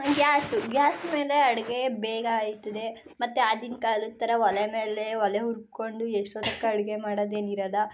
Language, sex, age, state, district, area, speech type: Kannada, female, 30-45, Karnataka, Ramanagara, rural, spontaneous